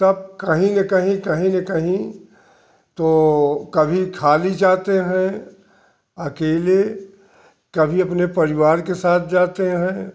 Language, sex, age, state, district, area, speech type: Hindi, male, 60+, Uttar Pradesh, Jaunpur, rural, spontaneous